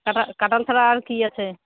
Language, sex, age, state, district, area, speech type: Bengali, female, 45-60, West Bengal, Purba Bardhaman, rural, conversation